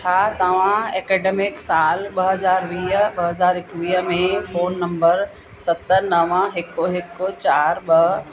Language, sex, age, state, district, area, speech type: Sindhi, female, 45-60, Uttar Pradesh, Lucknow, rural, read